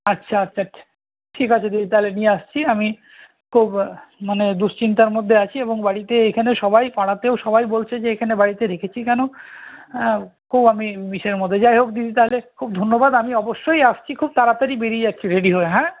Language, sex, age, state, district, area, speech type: Bengali, male, 45-60, West Bengal, Malda, rural, conversation